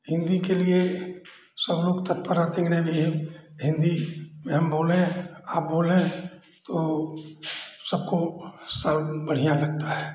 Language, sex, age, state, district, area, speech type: Hindi, male, 60+, Uttar Pradesh, Chandauli, urban, spontaneous